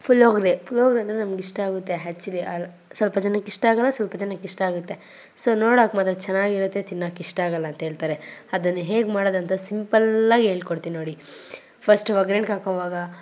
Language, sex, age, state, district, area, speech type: Kannada, female, 18-30, Karnataka, Kolar, rural, spontaneous